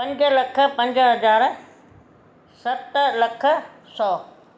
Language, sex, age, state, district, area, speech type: Sindhi, female, 60+, Gujarat, Surat, urban, spontaneous